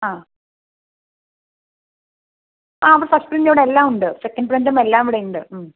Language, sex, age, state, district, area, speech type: Malayalam, female, 45-60, Kerala, Palakkad, rural, conversation